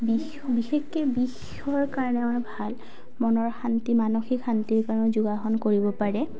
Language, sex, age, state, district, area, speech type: Assamese, female, 18-30, Assam, Udalguri, urban, spontaneous